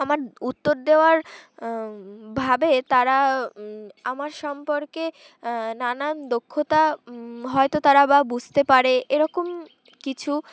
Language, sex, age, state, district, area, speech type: Bengali, female, 18-30, West Bengal, Uttar Dinajpur, urban, spontaneous